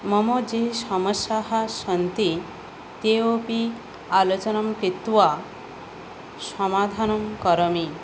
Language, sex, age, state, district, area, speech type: Sanskrit, female, 18-30, West Bengal, South 24 Parganas, rural, spontaneous